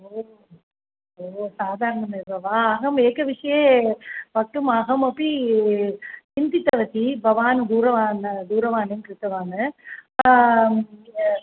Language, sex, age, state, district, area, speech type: Sanskrit, female, 45-60, Tamil Nadu, Chennai, urban, conversation